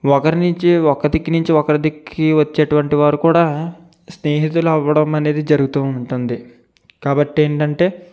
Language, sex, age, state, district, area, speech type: Telugu, male, 45-60, Andhra Pradesh, East Godavari, rural, spontaneous